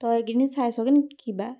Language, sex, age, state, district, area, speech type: Assamese, female, 18-30, Assam, Golaghat, urban, spontaneous